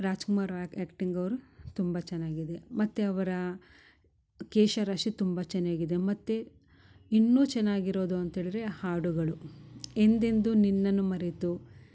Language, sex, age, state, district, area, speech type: Kannada, female, 30-45, Karnataka, Mysore, rural, spontaneous